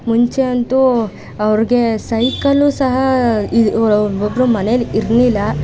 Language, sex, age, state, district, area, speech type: Kannada, female, 18-30, Karnataka, Mandya, rural, spontaneous